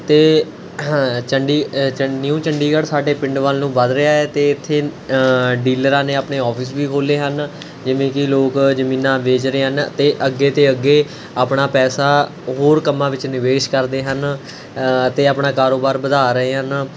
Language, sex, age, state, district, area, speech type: Punjabi, male, 18-30, Punjab, Mohali, rural, spontaneous